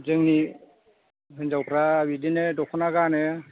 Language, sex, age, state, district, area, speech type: Bodo, male, 45-60, Assam, Chirang, urban, conversation